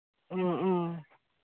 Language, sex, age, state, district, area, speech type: Manipuri, female, 45-60, Manipur, Churachandpur, urban, conversation